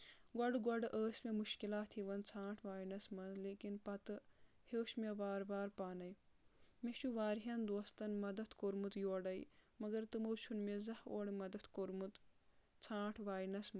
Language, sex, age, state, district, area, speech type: Kashmiri, female, 30-45, Jammu and Kashmir, Kulgam, rural, spontaneous